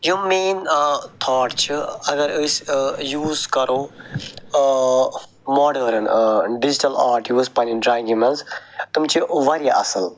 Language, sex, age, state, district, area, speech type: Kashmiri, male, 45-60, Jammu and Kashmir, Ganderbal, urban, spontaneous